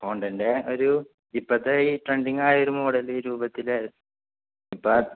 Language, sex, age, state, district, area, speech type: Malayalam, male, 18-30, Kerala, Malappuram, rural, conversation